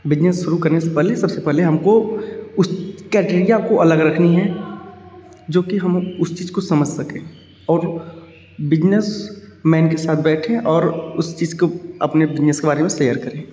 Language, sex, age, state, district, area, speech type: Hindi, male, 30-45, Uttar Pradesh, Varanasi, urban, spontaneous